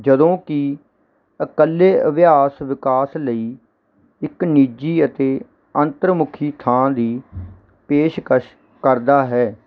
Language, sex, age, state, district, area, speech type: Punjabi, male, 30-45, Punjab, Barnala, urban, spontaneous